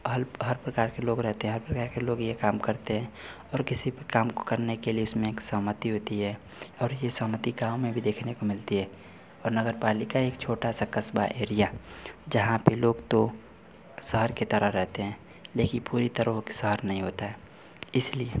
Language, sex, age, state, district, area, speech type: Hindi, male, 30-45, Uttar Pradesh, Mau, rural, spontaneous